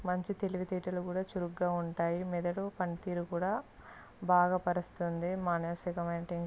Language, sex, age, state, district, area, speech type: Telugu, female, 18-30, Andhra Pradesh, Visakhapatnam, urban, spontaneous